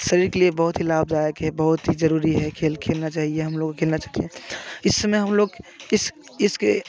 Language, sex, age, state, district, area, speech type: Hindi, male, 30-45, Uttar Pradesh, Jaunpur, urban, spontaneous